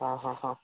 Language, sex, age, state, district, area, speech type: Odia, male, 18-30, Odisha, Ganjam, urban, conversation